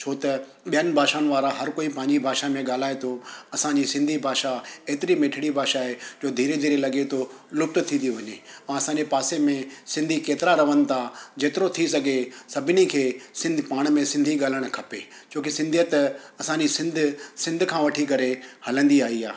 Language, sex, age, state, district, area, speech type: Sindhi, male, 45-60, Gujarat, Surat, urban, spontaneous